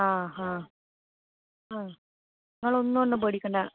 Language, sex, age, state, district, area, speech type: Malayalam, female, 18-30, Kerala, Kannur, rural, conversation